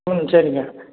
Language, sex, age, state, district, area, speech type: Tamil, male, 60+, Tamil Nadu, Salem, urban, conversation